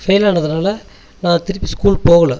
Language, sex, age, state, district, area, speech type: Tamil, male, 45-60, Tamil Nadu, Tiruchirappalli, rural, spontaneous